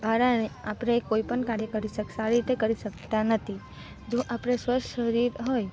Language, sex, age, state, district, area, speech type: Gujarati, female, 18-30, Gujarat, Narmada, urban, spontaneous